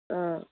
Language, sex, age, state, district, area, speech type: Manipuri, female, 30-45, Manipur, Imphal East, rural, conversation